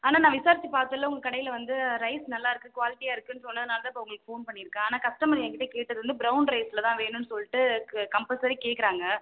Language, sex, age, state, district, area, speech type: Tamil, female, 30-45, Tamil Nadu, Viluppuram, urban, conversation